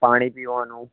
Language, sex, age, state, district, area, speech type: Gujarati, male, 18-30, Gujarat, Anand, rural, conversation